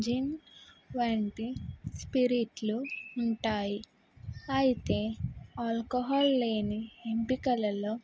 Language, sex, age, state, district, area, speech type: Telugu, female, 18-30, Telangana, Karimnagar, urban, spontaneous